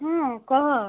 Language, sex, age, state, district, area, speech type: Odia, female, 18-30, Odisha, Mayurbhanj, rural, conversation